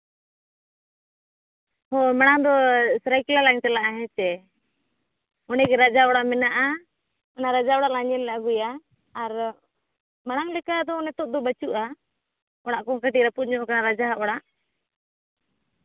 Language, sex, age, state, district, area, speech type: Santali, female, 18-30, Jharkhand, Seraikela Kharsawan, rural, conversation